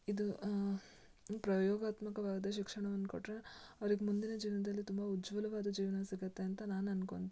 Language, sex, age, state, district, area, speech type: Kannada, female, 18-30, Karnataka, Shimoga, rural, spontaneous